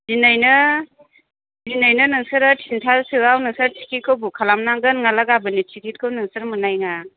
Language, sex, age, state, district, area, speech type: Bodo, female, 18-30, Assam, Chirang, urban, conversation